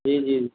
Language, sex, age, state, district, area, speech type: Maithili, male, 45-60, Bihar, Madhubani, rural, conversation